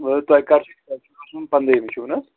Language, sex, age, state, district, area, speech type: Kashmiri, male, 30-45, Jammu and Kashmir, Srinagar, urban, conversation